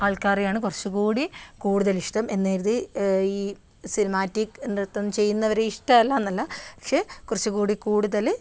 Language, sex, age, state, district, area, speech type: Malayalam, female, 18-30, Kerala, Kannur, rural, spontaneous